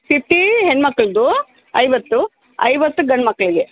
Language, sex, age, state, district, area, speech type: Kannada, female, 30-45, Karnataka, Bellary, rural, conversation